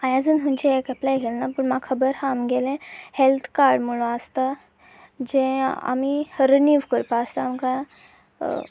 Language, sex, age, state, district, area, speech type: Goan Konkani, female, 18-30, Goa, Sanguem, rural, spontaneous